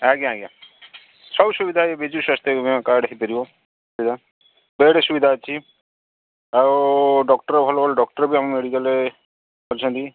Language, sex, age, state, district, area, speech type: Odia, male, 45-60, Odisha, Sambalpur, rural, conversation